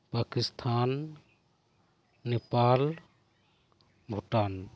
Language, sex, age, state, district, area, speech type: Santali, male, 30-45, West Bengal, Birbhum, rural, spontaneous